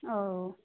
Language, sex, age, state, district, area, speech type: Bodo, female, 30-45, Assam, Kokrajhar, rural, conversation